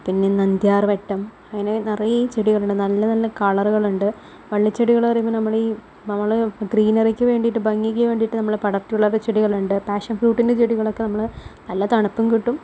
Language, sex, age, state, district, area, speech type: Malayalam, female, 60+, Kerala, Palakkad, rural, spontaneous